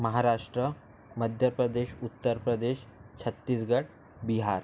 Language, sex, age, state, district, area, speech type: Marathi, male, 18-30, Maharashtra, Nagpur, urban, spontaneous